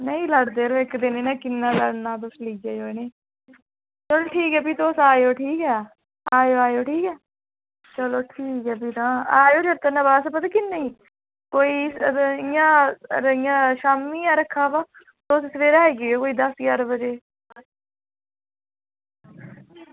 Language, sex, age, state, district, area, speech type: Dogri, female, 18-30, Jammu and Kashmir, Reasi, rural, conversation